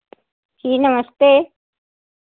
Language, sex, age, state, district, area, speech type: Hindi, female, 60+, Uttar Pradesh, Sitapur, rural, conversation